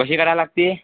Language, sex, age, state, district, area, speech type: Marathi, male, 18-30, Maharashtra, Amravati, rural, conversation